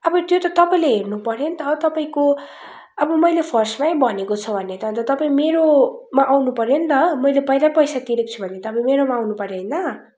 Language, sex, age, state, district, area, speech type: Nepali, female, 30-45, West Bengal, Darjeeling, rural, spontaneous